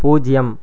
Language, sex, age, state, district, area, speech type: Tamil, male, 18-30, Tamil Nadu, Erode, rural, read